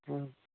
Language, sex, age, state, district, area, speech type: Odia, female, 45-60, Odisha, Angul, rural, conversation